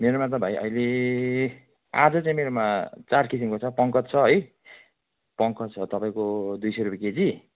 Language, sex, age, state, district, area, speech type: Nepali, male, 30-45, West Bengal, Kalimpong, rural, conversation